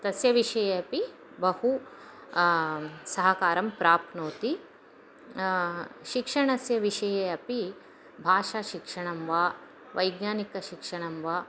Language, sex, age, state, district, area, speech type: Sanskrit, female, 45-60, Karnataka, Chamarajanagar, rural, spontaneous